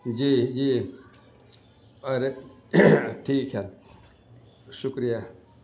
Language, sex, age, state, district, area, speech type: Urdu, male, 60+, Bihar, Gaya, rural, spontaneous